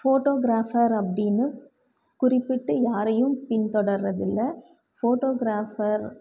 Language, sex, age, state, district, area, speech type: Tamil, female, 18-30, Tamil Nadu, Krishnagiri, rural, spontaneous